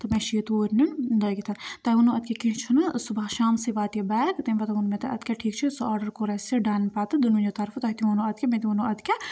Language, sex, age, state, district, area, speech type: Kashmiri, female, 18-30, Jammu and Kashmir, Budgam, rural, spontaneous